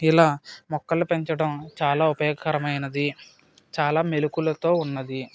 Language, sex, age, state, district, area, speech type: Telugu, male, 30-45, Andhra Pradesh, Kakinada, rural, spontaneous